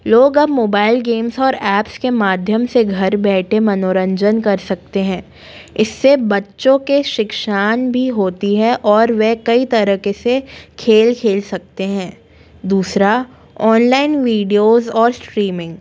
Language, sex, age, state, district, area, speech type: Hindi, female, 18-30, Madhya Pradesh, Jabalpur, urban, spontaneous